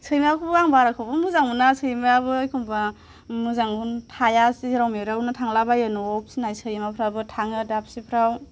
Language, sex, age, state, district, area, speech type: Bodo, female, 18-30, Assam, Kokrajhar, urban, spontaneous